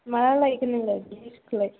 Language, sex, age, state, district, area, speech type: Bodo, female, 18-30, Assam, Chirang, rural, conversation